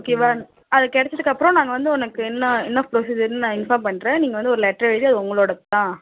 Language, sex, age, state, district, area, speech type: Tamil, female, 18-30, Tamil Nadu, Kallakurichi, rural, conversation